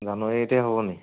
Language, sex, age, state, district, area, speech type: Assamese, male, 30-45, Assam, Charaideo, urban, conversation